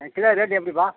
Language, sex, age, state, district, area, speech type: Tamil, male, 45-60, Tamil Nadu, Tiruvannamalai, rural, conversation